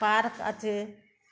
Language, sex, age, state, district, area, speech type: Bengali, female, 45-60, West Bengal, Uttar Dinajpur, rural, spontaneous